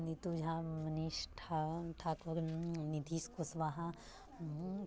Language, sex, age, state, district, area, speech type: Maithili, female, 18-30, Bihar, Muzaffarpur, urban, spontaneous